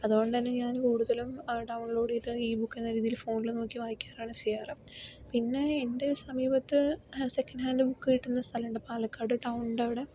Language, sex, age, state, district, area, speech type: Malayalam, female, 18-30, Kerala, Palakkad, rural, spontaneous